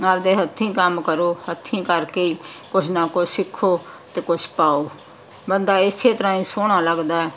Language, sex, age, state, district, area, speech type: Punjabi, female, 60+, Punjab, Muktsar, urban, spontaneous